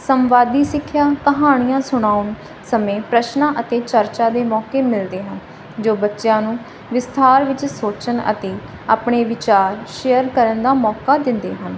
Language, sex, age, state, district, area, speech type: Punjabi, female, 30-45, Punjab, Barnala, rural, spontaneous